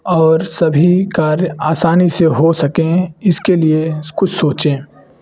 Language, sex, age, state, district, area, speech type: Hindi, male, 18-30, Uttar Pradesh, Varanasi, rural, spontaneous